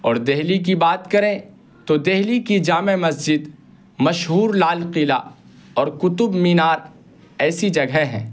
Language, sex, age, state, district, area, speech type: Urdu, male, 18-30, Bihar, Purnia, rural, spontaneous